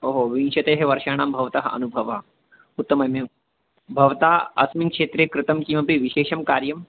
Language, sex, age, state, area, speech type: Sanskrit, male, 30-45, Madhya Pradesh, urban, conversation